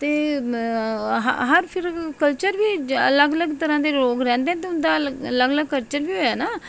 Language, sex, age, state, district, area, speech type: Dogri, female, 45-60, Jammu and Kashmir, Jammu, urban, spontaneous